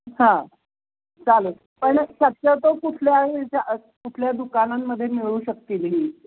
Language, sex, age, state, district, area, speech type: Marathi, female, 60+, Maharashtra, Kolhapur, urban, conversation